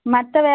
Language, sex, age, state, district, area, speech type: Tamil, female, 30-45, Tamil Nadu, Namakkal, rural, conversation